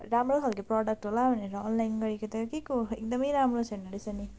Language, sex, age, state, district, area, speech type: Nepali, female, 30-45, West Bengal, Darjeeling, rural, spontaneous